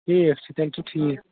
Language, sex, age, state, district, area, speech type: Kashmiri, male, 30-45, Jammu and Kashmir, Srinagar, urban, conversation